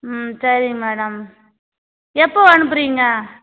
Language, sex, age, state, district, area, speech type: Tamil, female, 30-45, Tamil Nadu, Tiruvannamalai, rural, conversation